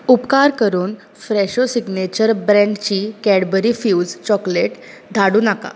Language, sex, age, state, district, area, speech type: Goan Konkani, female, 18-30, Goa, Bardez, urban, read